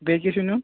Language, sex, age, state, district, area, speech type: Kashmiri, male, 18-30, Jammu and Kashmir, Shopian, rural, conversation